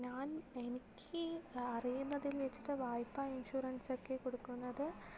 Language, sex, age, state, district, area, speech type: Malayalam, female, 18-30, Kerala, Palakkad, rural, spontaneous